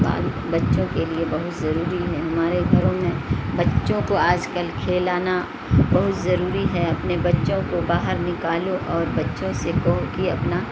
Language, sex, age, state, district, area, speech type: Urdu, female, 60+, Bihar, Supaul, rural, spontaneous